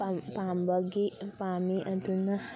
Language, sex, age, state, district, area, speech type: Manipuri, female, 18-30, Manipur, Thoubal, rural, spontaneous